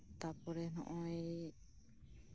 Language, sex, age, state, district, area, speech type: Santali, female, 30-45, West Bengal, Birbhum, rural, spontaneous